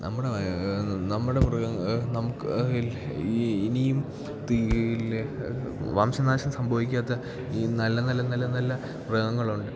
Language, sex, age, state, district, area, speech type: Malayalam, male, 18-30, Kerala, Idukki, rural, spontaneous